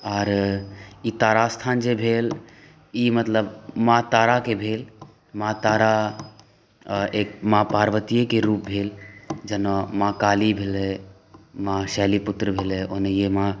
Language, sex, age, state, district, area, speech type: Maithili, male, 18-30, Bihar, Saharsa, rural, spontaneous